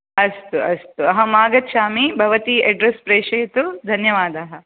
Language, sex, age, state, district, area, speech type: Sanskrit, female, 30-45, Karnataka, Udupi, urban, conversation